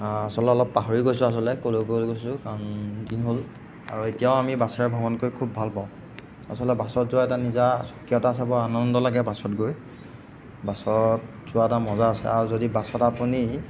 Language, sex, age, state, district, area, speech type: Assamese, male, 18-30, Assam, Golaghat, urban, spontaneous